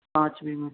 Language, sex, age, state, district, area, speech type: Hindi, male, 45-60, Rajasthan, Karauli, rural, conversation